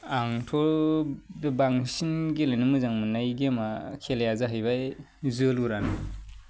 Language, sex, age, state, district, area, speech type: Bodo, male, 18-30, Assam, Baksa, rural, spontaneous